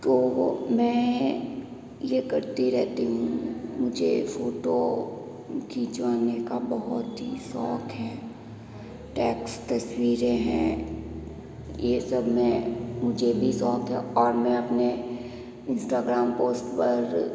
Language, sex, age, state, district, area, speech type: Hindi, female, 30-45, Rajasthan, Jodhpur, urban, spontaneous